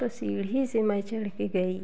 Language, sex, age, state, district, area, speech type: Hindi, female, 30-45, Uttar Pradesh, Jaunpur, rural, spontaneous